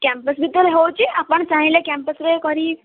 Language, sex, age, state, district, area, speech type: Odia, female, 18-30, Odisha, Kendujhar, urban, conversation